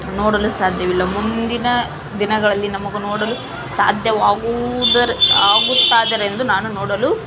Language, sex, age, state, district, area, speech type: Kannada, female, 18-30, Karnataka, Gadag, rural, spontaneous